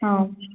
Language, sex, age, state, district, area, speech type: Kannada, female, 18-30, Karnataka, Hassan, urban, conversation